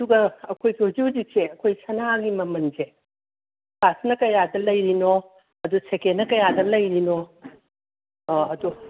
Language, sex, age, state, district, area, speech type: Manipuri, female, 60+, Manipur, Imphal East, rural, conversation